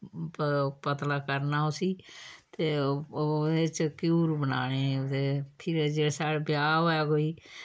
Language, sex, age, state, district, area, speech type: Dogri, female, 60+, Jammu and Kashmir, Samba, rural, spontaneous